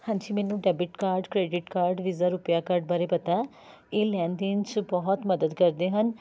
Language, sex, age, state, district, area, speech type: Punjabi, female, 30-45, Punjab, Rupnagar, urban, spontaneous